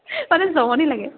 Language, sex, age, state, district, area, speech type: Assamese, female, 30-45, Assam, Dibrugarh, urban, conversation